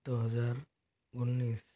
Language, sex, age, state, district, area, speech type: Hindi, male, 18-30, Rajasthan, Jodhpur, rural, spontaneous